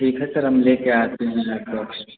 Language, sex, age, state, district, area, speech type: Hindi, male, 18-30, Bihar, Darbhanga, rural, conversation